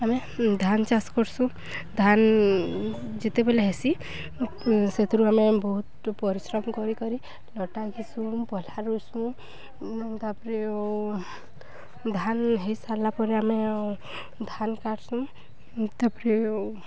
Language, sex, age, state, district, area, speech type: Odia, female, 18-30, Odisha, Balangir, urban, spontaneous